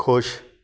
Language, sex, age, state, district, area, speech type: Punjabi, male, 30-45, Punjab, Shaheed Bhagat Singh Nagar, urban, read